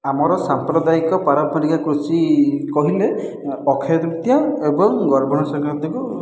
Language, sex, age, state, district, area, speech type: Odia, male, 18-30, Odisha, Khordha, rural, spontaneous